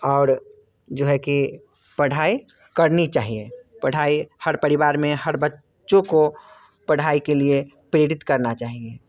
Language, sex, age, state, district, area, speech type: Hindi, male, 30-45, Bihar, Muzaffarpur, urban, spontaneous